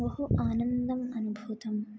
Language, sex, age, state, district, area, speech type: Sanskrit, female, 18-30, Telangana, Hyderabad, urban, spontaneous